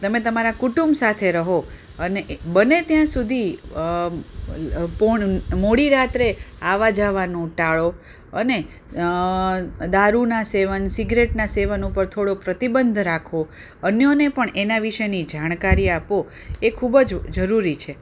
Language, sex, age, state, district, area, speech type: Gujarati, female, 45-60, Gujarat, Ahmedabad, urban, spontaneous